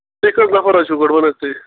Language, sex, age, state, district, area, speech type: Kashmiri, male, 30-45, Jammu and Kashmir, Bandipora, rural, conversation